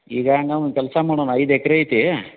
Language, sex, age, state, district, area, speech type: Kannada, male, 45-60, Karnataka, Dharwad, rural, conversation